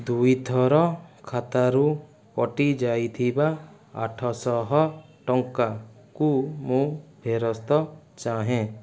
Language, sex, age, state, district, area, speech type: Odia, male, 18-30, Odisha, Kendrapara, urban, read